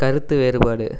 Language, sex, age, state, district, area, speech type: Tamil, male, 18-30, Tamil Nadu, Namakkal, rural, read